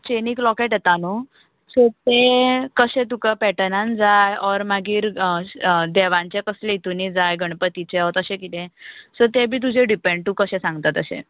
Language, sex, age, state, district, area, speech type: Goan Konkani, female, 18-30, Goa, Tiswadi, rural, conversation